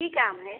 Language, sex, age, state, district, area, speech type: Maithili, female, 18-30, Bihar, Sitamarhi, rural, conversation